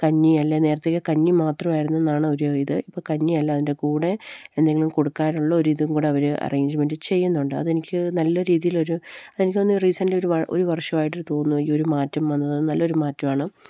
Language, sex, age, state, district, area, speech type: Malayalam, female, 30-45, Kerala, Palakkad, rural, spontaneous